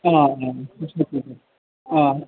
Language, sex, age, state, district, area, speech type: Kashmiri, male, 30-45, Jammu and Kashmir, Srinagar, urban, conversation